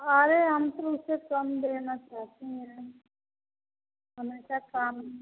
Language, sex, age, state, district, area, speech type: Hindi, female, 30-45, Uttar Pradesh, Azamgarh, rural, conversation